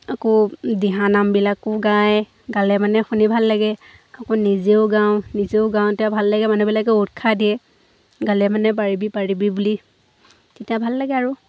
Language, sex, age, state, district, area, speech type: Assamese, female, 18-30, Assam, Lakhimpur, rural, spontaneous